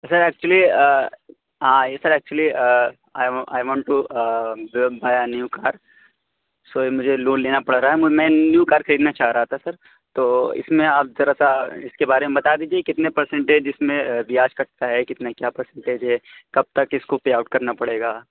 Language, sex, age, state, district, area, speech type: Urdu, male, 30-45, Uttar Pradesh, Lucknow, urban, conversation